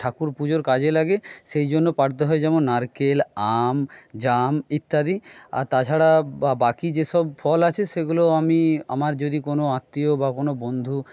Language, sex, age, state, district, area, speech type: Bengali, male, 30-45, West Bengal, Jhargram, rural, spontaneous